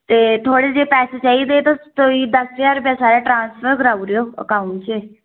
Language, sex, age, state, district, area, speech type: Dogri, female, 18-30, Jammu and Kashmir, Udhampur, rural, conversation